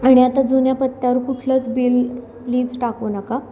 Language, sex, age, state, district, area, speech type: Marathi, female, 18-30, Maharashtra, Nanded, rural, spontaneous